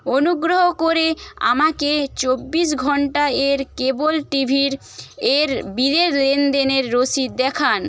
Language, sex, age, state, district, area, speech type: Bengali, female, 30-45, West Bengal, Jhargram, rural, read